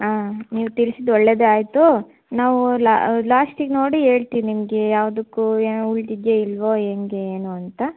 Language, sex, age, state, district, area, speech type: Kannada, female, 18-30, Karnataka, Chitradurga, rural, conversation